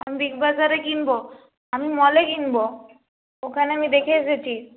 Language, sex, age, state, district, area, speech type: Bengali, female, 18-30, West Bengal, Purulia, urban, conversation